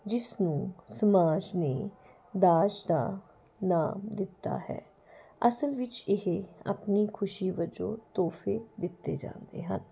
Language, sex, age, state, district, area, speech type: Punjabi, female, 45-60, Punjab, Jalandhar, urban, spontaneous